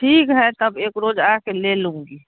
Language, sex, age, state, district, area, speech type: Hindi, female, 45-60, Bihar, Darbhanga, rural, conversation